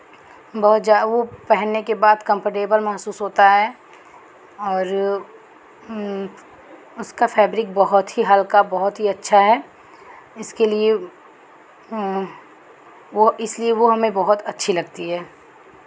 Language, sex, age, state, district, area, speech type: Hindi, female, 45-60, Uttar Pradesh, Chandauli, urban, spontaneous